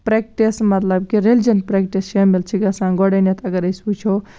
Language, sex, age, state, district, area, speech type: Kashmiri, female, 30-45, Jammu and Kashmir, Baramulla, rural, spontaneous